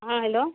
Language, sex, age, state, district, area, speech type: Urdu, female, 30-45, Uttar Pradesh, Mau, urban, conversation